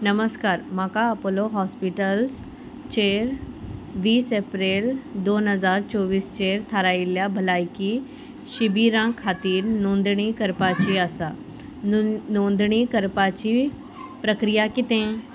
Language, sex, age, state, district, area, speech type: Goan Konkani, female, 30-45, Goa, Salcete, rural, read